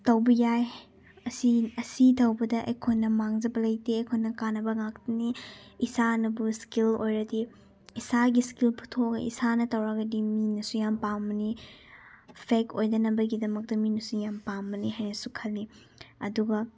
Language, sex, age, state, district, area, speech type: Manipuri, female, 18-30, Manipur, Chandel, rural, spontaneous